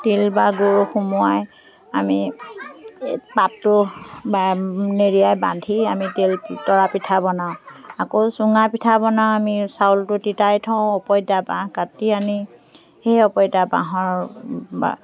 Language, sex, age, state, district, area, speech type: Assamese, female, 45-60, Assam, Biswanath, rural, spontaneous